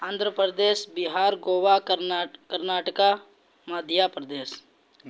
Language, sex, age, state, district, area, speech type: Urdu, male, 18-30, Uttar Pradesh, Balrampur, rural, spontaneous